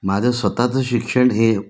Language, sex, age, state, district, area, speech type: Marathi, male, 60+, Maharashtra, Nashik, urban, spontaneous